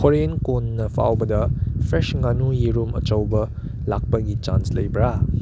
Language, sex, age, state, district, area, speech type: Manipuri, male, 18-30, Manipur, Churachandpur, urban, read